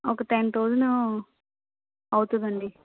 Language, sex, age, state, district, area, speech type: Telugu, female, 30-45, Andhra Pradesh, Vizianagaram, urban, conversation